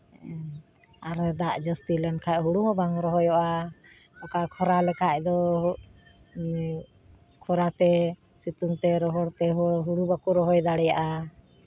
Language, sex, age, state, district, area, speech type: Santali, female, 45-60, West Bengal, Uttar Dinajpur, rural, spontaneous